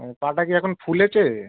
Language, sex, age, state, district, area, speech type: Bengali, male, 18-30, West Bengal, North 24 Parganas, urban, conversation